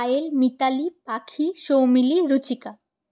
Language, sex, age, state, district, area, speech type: Bengali, female, 30-45, West Bengal, Purulia, urban, spontaneous